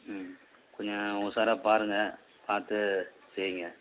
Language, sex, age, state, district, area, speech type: Tamil, male, 45-60, Tamil Nadu, Tiruvannamalai, rural, conversation